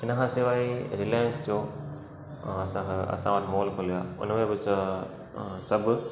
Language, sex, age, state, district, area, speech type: Sindhi, male, 30-45, Gujarat, Junagadh, rural, spontaneous